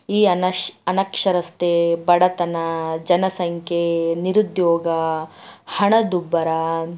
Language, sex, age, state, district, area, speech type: Kannada, female, 45-60, Karnataka, Bidar, urban, spontaneous